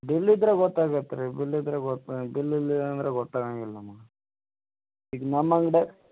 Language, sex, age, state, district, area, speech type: Kannada, male, 30-45, Karnataka, Belgaum, rural, conversation